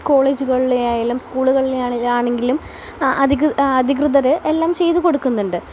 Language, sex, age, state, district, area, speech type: Malayalam, female, 18-30, Kerala, Palakkad, urban, spontaneous